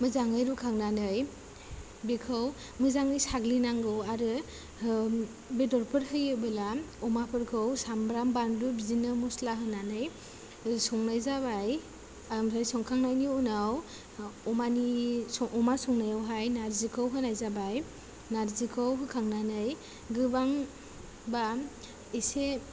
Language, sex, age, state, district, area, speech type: Bodo, female, 18-30, Assam, Kokrajhar, rural, spontaneous